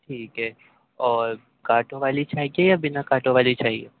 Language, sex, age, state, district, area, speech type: Urdu, male, 18-30, Uttar Pradesh, Ghaziabad, rural, conversation